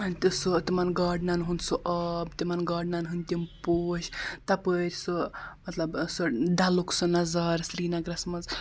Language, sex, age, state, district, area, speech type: Kashmiri, male, 45-60, Jammu and Kashmir, Baramulla, rural, spontaneous